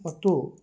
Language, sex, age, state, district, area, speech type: Kannada, male, 60+, Karnataka, Dharwad, rural, spontaneous